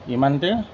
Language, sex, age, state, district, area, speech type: Assamese, male, 45-60, Assam, Golaghat, rural, spontaneous